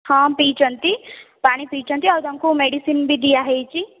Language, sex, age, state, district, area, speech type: Odia, female, 18-30, Odisha, Kendrapara, urban, conversation